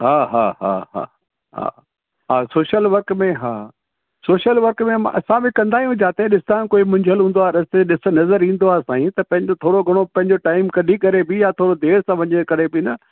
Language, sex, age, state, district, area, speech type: Sindhi, male, 60+, Delhi, South Delhi, urban, conversation